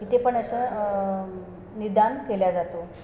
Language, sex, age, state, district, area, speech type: Marathi, female, 30-45, Maharashtra, Nagpur, urban, spontaneous